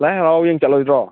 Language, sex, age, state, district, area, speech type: Manipuri, male, 30-45, Manipur, Kakching, rural, conversation